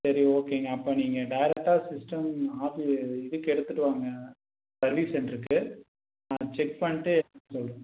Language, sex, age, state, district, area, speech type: Tamil, male, 30-45, Tamil Nadu, Erode, rural, conversation